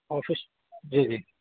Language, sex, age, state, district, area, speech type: Urdu, male, 30-45, Uttar Pradesh, Gautam Buddha Nagar, urban, conversation